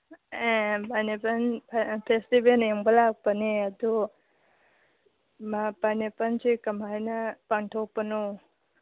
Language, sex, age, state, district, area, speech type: Manipuri, female, 30-45, Manipur, Churachandpur, rural, conversation